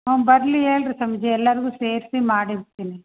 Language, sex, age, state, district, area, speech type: Kannada, female, 30-45, Karnataka, Chitradurga, urban, conversation